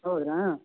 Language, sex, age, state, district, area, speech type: Kannada, male, 60+, Karnataka, Vijayanagara, rural, conversation